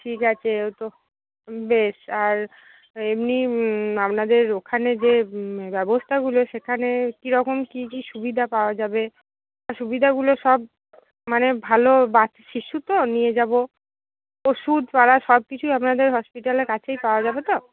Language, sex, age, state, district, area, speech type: Bengali, female, 30-45, West Bengal, Cooch Behar, rural, conversation